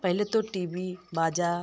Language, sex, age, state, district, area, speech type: Hindi, female, 30-45, Uttar Pradesh, Jaunpur, urban, spontaneous